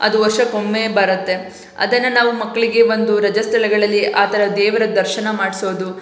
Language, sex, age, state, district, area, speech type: Kannada, female, 18-30, Karnataka, Hassan, urban, spontaneous